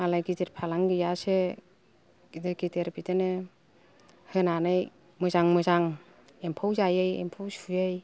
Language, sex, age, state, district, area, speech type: Bodo, female, 60+, Assam, Kokrajhar, rural, spontaneous